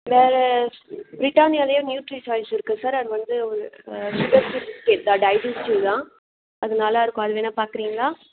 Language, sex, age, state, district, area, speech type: Tamil, female, 18-30, Tamil Nadu, Chengalpattu, urban, conversation